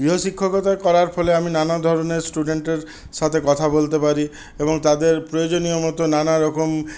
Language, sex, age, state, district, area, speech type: Bengali, male, 60+, West Bengal, Purulia, rural, spontaneous